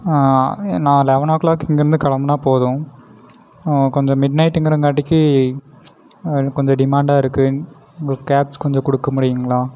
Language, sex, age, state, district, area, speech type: Tamil, male, 18-30, Tamil Nadu, Erode, rural, spontaneous